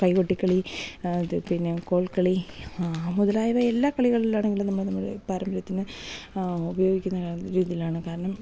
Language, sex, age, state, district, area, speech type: Malayalam, female, 30-45, Kerala, Thiruvananthapuram, urban, spontaneous